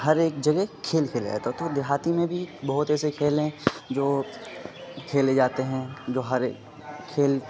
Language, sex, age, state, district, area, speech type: Urdu, male, 30-45, Bihar, Khagaria, rural, spontaneous